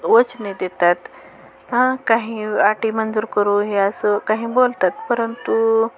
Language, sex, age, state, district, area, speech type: Marathi, female, 45-60, Maharashtra, Osmanabad, rural, spontaneous